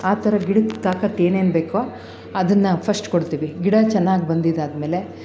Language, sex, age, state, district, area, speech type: Kannada, female, 45-60, Karnataka, Bangalore Rural, rural, spontaneous